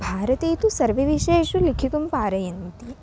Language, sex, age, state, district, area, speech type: Sanskrit, female, 18-30, Maharashtra, Wardha, urban, spontaneous